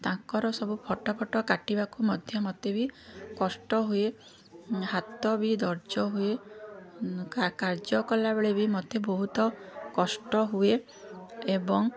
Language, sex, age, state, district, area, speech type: Odia, female, 30-45, Odisha, Puri, urban, spontaneous